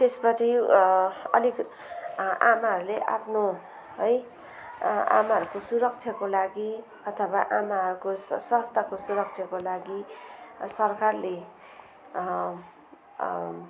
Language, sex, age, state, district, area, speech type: Nepali, female, 45-60, West Bengal, Jalpaiguri, urban, spontaneous